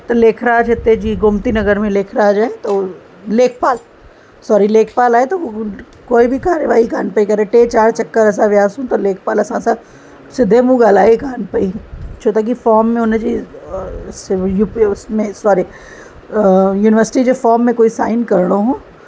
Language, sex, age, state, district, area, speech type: Sindhi, female, 45-60, Uttar Pradesh, Lucknow, rural, spontaneous